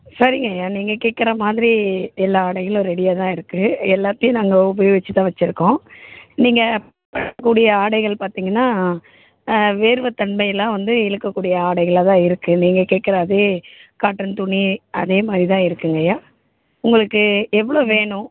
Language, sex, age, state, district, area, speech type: Tamil, female, 30-45, Tamil Nadu, Chennai, urban, conversation